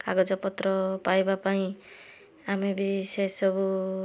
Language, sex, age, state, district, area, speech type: Odia, female, 18-30, Odisha, Balasore, rural, spontaneous